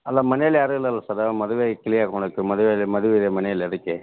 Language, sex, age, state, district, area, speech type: Kannada, male, 30-45, Karnataka, Bagalkot, rural, conversation